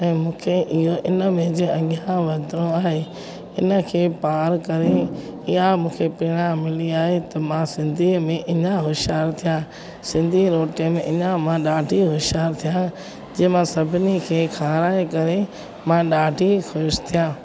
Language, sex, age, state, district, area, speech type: Sindhi, female, 45-60, Gujarat, Junagadh, rural, spontaneous